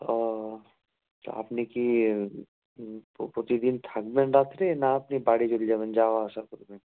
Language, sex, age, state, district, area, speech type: Bengali, male, 18-30, West Bengal, Murshidabad, urban, conversation